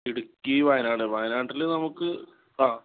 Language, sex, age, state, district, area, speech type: Malayalam, male, 30-45, Kerala, Malappuram, rural, conversation